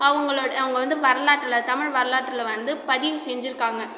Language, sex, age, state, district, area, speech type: Tamil, female, 30-45, Tamil Nadu, Cuddalore, rural, spontaneous